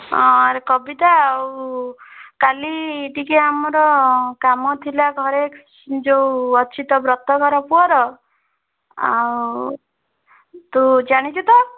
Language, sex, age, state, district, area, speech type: Odia, female, 18-30, Odisha, Bhadrak, rural, conversation